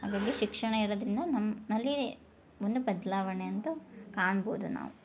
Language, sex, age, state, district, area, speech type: Kannada, female, 30-45, Karnataka, Hassan, rural, spontaneous